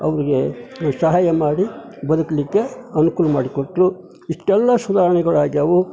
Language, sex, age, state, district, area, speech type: Kannada, male, 60+, Karnataka, Koppal, rural, spontaneous